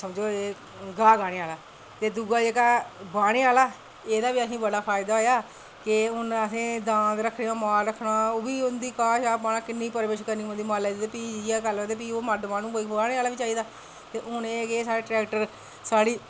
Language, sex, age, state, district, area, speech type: Dogri, female, 45-60, Jammu and Kashmir, Reasi, rural, spontaneous